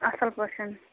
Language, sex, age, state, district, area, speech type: Kashmiri, female, 18-30, Jammu and Kashmir, Bandipora, rural, conversation